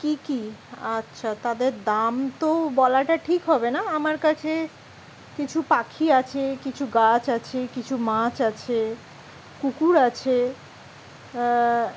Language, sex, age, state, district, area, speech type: Bengali, female, 30-45, West Bengal, Dakshin Dinajpur, urban, spontaneous